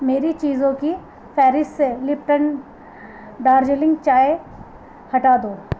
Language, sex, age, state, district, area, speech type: Urdu, female, 45-60, Delhi, East Delhi, urban, read